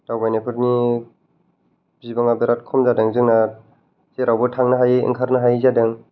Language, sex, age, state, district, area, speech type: Bodo, male, 18-30, Assam, Kokrajhar, urban, spontaneous